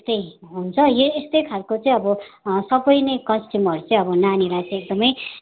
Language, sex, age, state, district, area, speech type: Nepali, female, 45-60, West Bengal, Darjeeling, rural, conversation